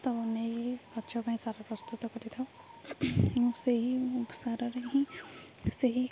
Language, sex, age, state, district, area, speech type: Odia, female, 18-30, Odisha, Jagatsinghpur, rural, spontaneous